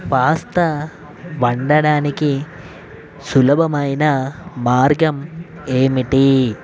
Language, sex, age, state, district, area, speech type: Telugu, male, 30-45, Andhra Pradesh, Visakhapatnam, urban, read